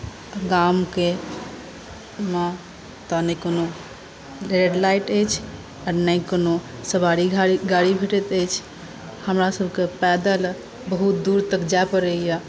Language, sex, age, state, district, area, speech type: Maithili, female, 18-30, Bihar, Madhubani, rural, spontaneous